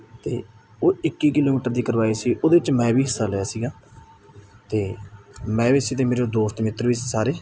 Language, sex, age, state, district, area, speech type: Punjabi, male, 18-30, Punjab, Mansa, rural, spontaneous